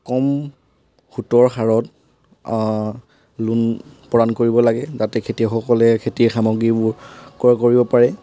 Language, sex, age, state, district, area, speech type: Assamese, male, 18-30, Assam, Tinsukia, urban, spontaneous